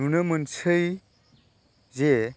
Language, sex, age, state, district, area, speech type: Bodo, male, 18-30, Assam, Kokrajhar, rural, spontaneous